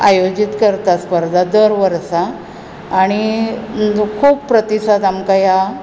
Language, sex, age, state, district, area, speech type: Goan Konkani, female, 45-60, Goa, Bardez, urban, spontaneous